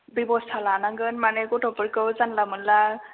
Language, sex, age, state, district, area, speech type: Bodo, female, 18-30, Assam, Chirang, urban, conversation